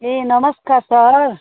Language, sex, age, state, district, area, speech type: Nepali, female, 45-60, West Bengal, Kalimpong, rural, conversation